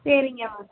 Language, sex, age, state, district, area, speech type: Tamil, female, 18-30, Tamil Nadu, Madurai, rural, conversation